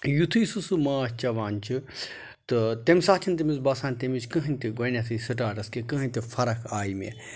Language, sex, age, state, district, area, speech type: Kashmiri, male, 30-45, Jammu and Kashmir, Budgam, rural, spontaneous